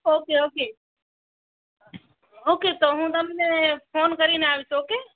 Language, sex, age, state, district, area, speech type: Gujarati, male, 18-30, Gujarat, Kutch, rural, conversation